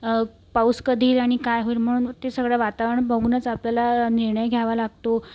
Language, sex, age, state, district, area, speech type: Marathi, female, 18-30, Maharashtra, Amravati, urban, spontaneous